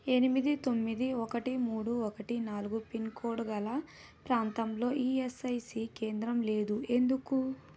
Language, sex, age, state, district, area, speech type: Telugu, female, 30-45, Telangana, Vikarabad, rural, read